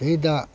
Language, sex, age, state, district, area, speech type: Manipuri, male, 60+, Manipur, Kakching, rural, spontaneous